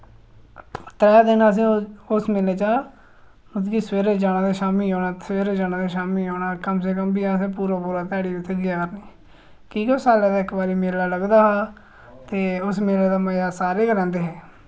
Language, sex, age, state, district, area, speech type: Dogri, male, 18-30, Jammu and Kashmir, Reasi, rural, spontaneous